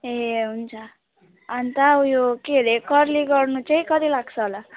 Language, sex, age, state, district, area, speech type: Nepali, female, 18-30, West Bengal, Alipurduar, urban, conversation